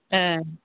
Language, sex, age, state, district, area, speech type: Bodo, female, 45-60, Assam, Udalguri, rural, conversation